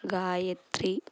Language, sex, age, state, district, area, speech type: Telugu, female, 18-30, Andhra Pradesh, Annamaya, rural, spontaneous